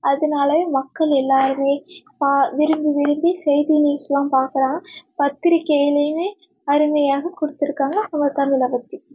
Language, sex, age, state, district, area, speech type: Tamil, female, 18-30, Tamil Nadu, Nagapattinam, rural, spontaneous